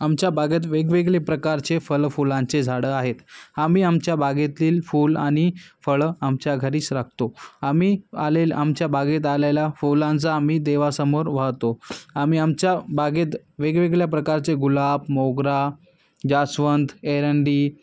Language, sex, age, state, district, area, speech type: Marathi, male, 18-30, Maharashtra, Nanded, urban, spontaneous